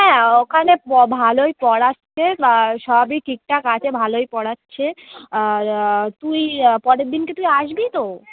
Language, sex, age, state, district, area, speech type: Bengali, female, 18-30, West Bengal, Darjeeling, urban, conversation